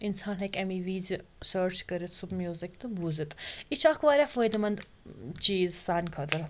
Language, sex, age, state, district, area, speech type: Kashmiri, female, 30-45, Jammu and Kashmir, Srinagar, urban, spontaneous